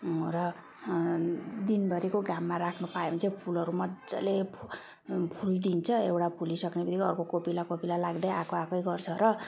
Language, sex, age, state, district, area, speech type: Nepali, female, 45-60, West Bengal, Jalpaiguri, urban, spontaneous